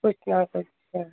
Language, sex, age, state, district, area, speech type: Sindhi, female, 18-30, Rajasthan, Ajmer, urban, conversation